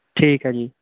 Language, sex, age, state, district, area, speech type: Punjabi, male, 18-30, Punjab, Patiala, rural, conversation